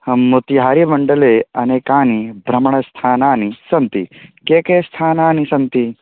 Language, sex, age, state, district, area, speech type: Sanskrit, male, 18-30, Bihar, East Champaran, urban, conversation